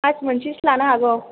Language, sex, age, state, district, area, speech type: Bodo, female, 18-30, Assam, Chirang, rural, conversation